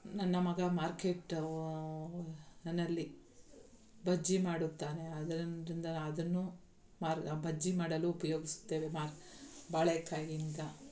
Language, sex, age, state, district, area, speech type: Kannada, female, 45-60, Karnataka, Mandya, rural, spontaneous